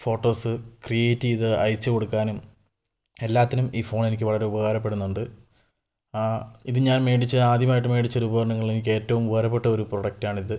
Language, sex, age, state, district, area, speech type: Malayalam, male, 18-30, Kerala, Idukki, rural, spontaneous